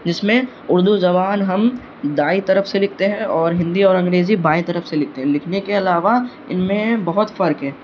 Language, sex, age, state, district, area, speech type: Urdu, male, 18-30, Bihar, Darbhanga, urban, spontaneous